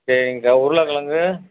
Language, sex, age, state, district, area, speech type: Tamil, male, 30-45, Tamil Nadu, Madurai, urban, conversation